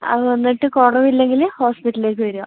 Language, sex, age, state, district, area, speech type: Malayalam, female, 18-30, Kerala, Wayanad, rural, conversation